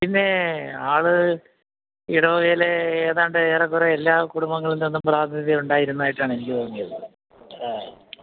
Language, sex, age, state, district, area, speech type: Malayalam, male, 60+, Kerala, Alappuzha, rural, conversation